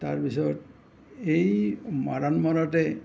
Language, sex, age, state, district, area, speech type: Assamese, male, 60+, Assam, Nalbari, rural, spontaneous